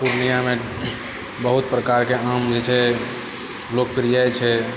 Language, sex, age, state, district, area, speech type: Maithili, male, 30-45, Bihar, Purnia, rural, spontaneous